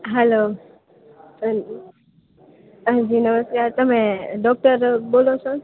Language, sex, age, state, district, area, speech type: Gujarati, female, 18-30, Gujarat, Amreli, rural, conversation